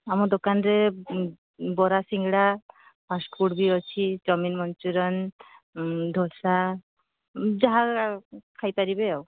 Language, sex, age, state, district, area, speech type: Odia, female, 45-60, Odisha, Sundergarh, rural, conversation